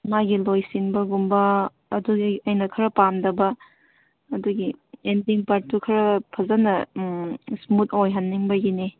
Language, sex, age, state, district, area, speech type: Manipuri, female, 18-30, Manipur, Kangpokpi, urban, conversation